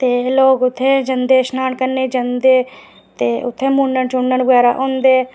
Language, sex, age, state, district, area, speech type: Dogri, female, 30-45, Jammu and Kashmir, Reasi, rural, spontaneous